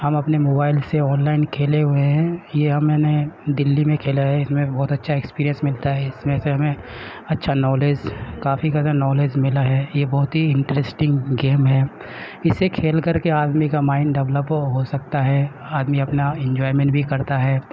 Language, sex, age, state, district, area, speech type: Urdu, male, 30-45, Uttar Pradesh, Gautam Buddha Nagar, urban, spontaneous